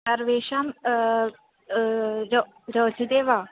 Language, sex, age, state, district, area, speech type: Sanskrit, female, 18-30, Kerala, Thrissur, rural, conversation